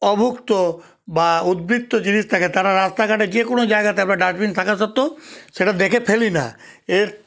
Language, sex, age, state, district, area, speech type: Bengali, male, 60+, West Bengal, Paschim Bardhaman, urban, spontaneous